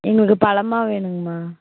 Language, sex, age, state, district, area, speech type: Tamil, female, 18-30, Tamil Nadu, Kallakurichi, urban, conversation